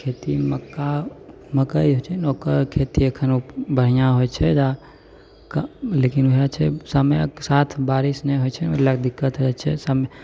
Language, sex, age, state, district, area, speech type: Maithili, male, 18-30, Bihar, Begusarai, urban, spontaneous